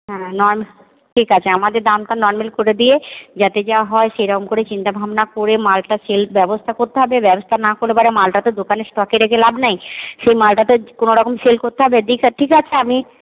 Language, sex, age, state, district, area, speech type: Bengali, female, 60+, West Bengal, Purba Bardhaman, urban, conversation